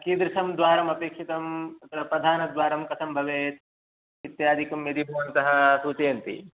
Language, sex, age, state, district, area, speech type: Sanskrit, male, 30-45, Karnataka, Udupi, rural, conversation